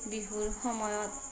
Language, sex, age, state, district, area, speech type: Assamese, female, 45-60, Assam, Darrang, rural, spontaneous